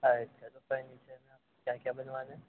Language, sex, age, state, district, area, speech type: Urdu, male, 18-30, Uttar Pradesh, Ghaziabad, rural, conversation